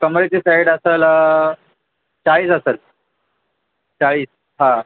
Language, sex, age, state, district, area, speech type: Marathi, male, 18-30, Maharashtra, Thane, urban, conversation